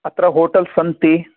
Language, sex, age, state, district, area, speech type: Sanskrit, male, 30-45, Karnataka, Bidar, urban, conversation